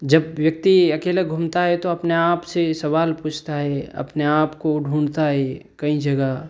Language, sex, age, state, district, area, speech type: Hindi, male, 18-30, Madhya Pradesh, Ujjain, urban, spontaneous